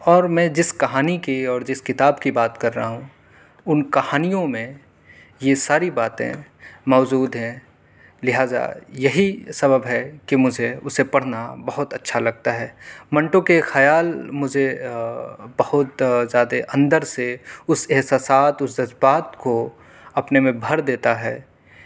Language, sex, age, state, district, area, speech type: Urdu, male, 18-30, Delhi, South Delhi, urban, spontaneous